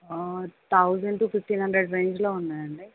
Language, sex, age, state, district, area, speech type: Telugu, female, 18-30, Telangana, Jayashankar, urban, conversation